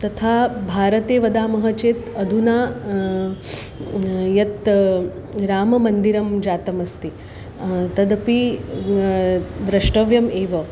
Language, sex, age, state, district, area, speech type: Sanskrit, female, 30-45, Maharashtra, Nagpur, urban, spontaneous